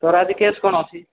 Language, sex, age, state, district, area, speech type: Odia, male, 18-30, Odisha, Rayagada, rural, conversation